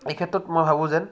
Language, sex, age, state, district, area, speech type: Assamese, male, 60+, Assam, Charaideo, rural, spontaneous